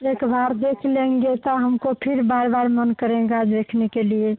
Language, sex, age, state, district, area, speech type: Hindi, female, 18-30, Bihar, Muzaffarpur, rural, conversation